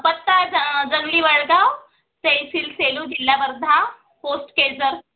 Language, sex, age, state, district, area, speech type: Marathi, female, 30-45, Maharashtra, Wardha, rural, conversation